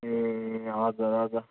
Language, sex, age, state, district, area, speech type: Nepali, male, 30-45, West Bengal, Darjeeling, rural, conversation